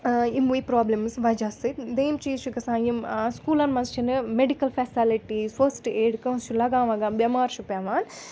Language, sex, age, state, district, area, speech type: Kashmiri, female, 18-30, Jammu and Kashmir, Srinagar, urban, spontaneous